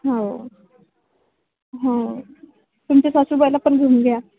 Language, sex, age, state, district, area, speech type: Marathi, female, 30-45, Maharashtra, Yavatmal, rural, conversation